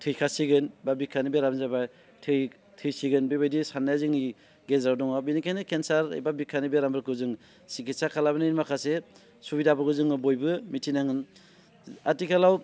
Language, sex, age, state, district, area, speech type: Bodo, male, 30-45, Assam, Baksa, rural, spontaneous